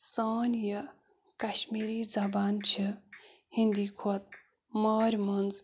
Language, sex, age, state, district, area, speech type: Kashmiri, female, 30-45, Jammu and Kashmir, Pulwama, rural, spontaneous